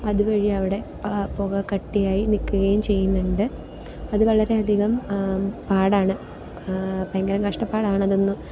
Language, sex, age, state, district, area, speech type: Malayalam, female, 18-30, Kerala, Ernakulam, rural, spontaneous